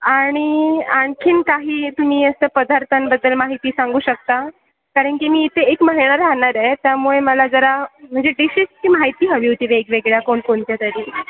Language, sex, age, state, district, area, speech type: Marathi, female, 18-30, Maharashtra, Sindhudurg, rural, conversation